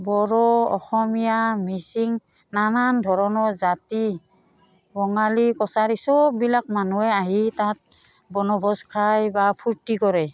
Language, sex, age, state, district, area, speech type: Assamese, female, 45-60, Assam, Udalguri, rural, spontaneous